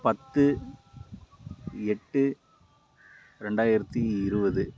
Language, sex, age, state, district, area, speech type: Tamil, male, 30-45, Tamil Nadu, Dharmapuri, rural, spontaneous